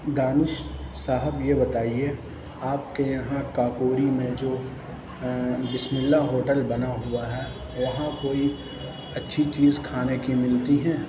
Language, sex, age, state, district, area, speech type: Urdu, male, 18-30, Uttar Pradesh, Lucknow, urban, spontaneous